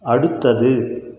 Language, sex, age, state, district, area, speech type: Tamil, male, 30-45, Tamil Nadu, Krishnagiri, rural, read